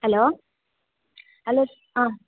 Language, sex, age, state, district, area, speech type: Kannada, female, 18-30, Karnataka, Hassan, rural, conversation